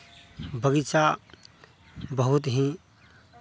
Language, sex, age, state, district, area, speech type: Hindi, male, 30-45, Bihar, Madhepura, rural, spontaneous